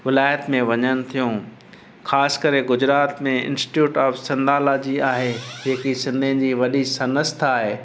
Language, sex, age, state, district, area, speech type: Sindhi, male, 45-60, Gujarat, Kutch, urban, spontaneous